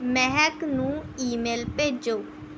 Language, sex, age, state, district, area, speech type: Punjabi, female, 18-30, Punjab, Rupnagar, rural, read